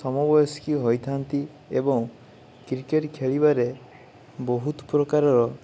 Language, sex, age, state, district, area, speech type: Odia, male, 30-45, Odisha, Balasore, rural, spontaneous